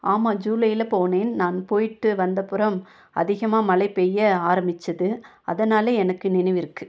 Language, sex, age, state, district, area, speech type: Tamil, female, 45-60, Tamil Nadu, Nilgiris, urban, read